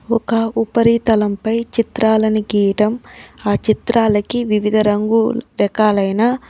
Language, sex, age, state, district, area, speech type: Telugu, female, 30-45, Andhra Pradesh, Chittoor, urban, spontaneous